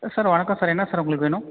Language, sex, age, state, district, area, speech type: Tamil, male, 30-45, Tamil Nadu, Tiruchirappalli, rural, conversation